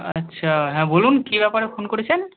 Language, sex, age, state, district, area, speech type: Bengali, male, 45-60, West Bengal, Nadia, rural, conversation